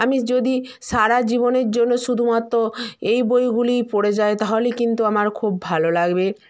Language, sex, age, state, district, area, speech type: Bengali, female, 45-60, West Bengal, Nadia, rural, spontaneous